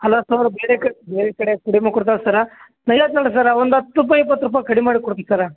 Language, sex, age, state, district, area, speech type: Kannada, male, 18-30, Karnataka, Bellary, urban, conversation